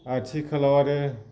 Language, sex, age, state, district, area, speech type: Bodo, male, 45-60, Assam, Baksa, rural, spontaneous